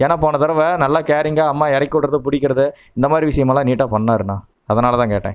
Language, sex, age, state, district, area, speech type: Tamil, male, 30-45, Tamil Nadu, Namakkal, rural, spontaneous